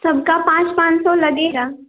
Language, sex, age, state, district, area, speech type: Hindi, female, 18-30, Uttar Pradesh, Jaunpur, urban, conversation